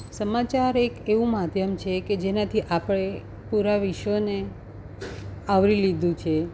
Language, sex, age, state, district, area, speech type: Gujarati, female, 45-60, Gujarat, Surat, urban, spontaneous